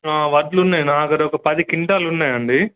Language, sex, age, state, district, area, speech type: Telugu, male, 18-30, Telangana, Wanaparthy, urban, conversation